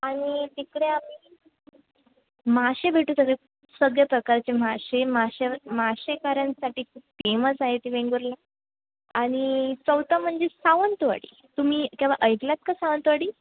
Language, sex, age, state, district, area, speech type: Marathi, female, 18-30, Maharashtra, Sindhudurg, rural, conversation